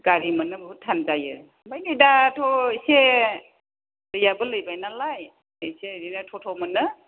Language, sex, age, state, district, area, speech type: Bodo, female, 60+, Assam, Chirang, rural, conversation